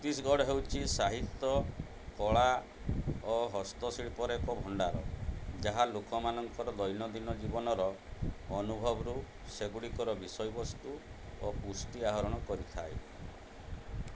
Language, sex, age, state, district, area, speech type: Odia, male, 45-60, Odisha, Mayurbhanj, rural, read